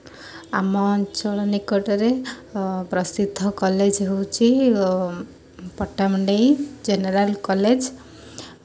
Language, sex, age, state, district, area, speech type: Odia, female, 18-30, Odisha, Kendrapara, urban, spontaneous